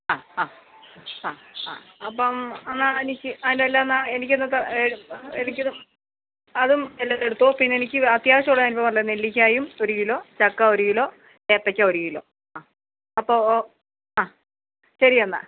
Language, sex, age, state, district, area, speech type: Malayalam, female, 45-60, Kerala, Kottayam, urban, conversation